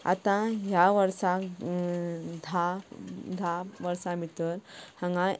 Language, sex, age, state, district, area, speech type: Goan Konkani, female, 18-30, Goa, Canacona, rural, spontaneous